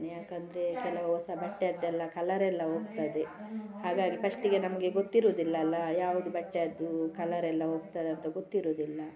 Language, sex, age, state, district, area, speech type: Kannada, female, 45-60, Karnataka, Udupi, rural, spontaneous